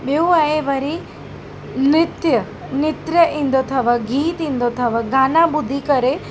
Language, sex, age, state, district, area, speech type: Sindhi, female, 30-45, Maharashtra, Mumbai Suburban, urban, spontaneous